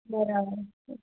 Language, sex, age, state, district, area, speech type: Gujarati, female, 18-30, Gujarat, Morbi, urban, conversation